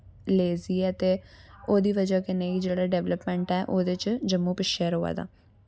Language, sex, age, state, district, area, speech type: Dogri, female, 18-30, Jammu and Kashmir, Samba, urban, spontaneous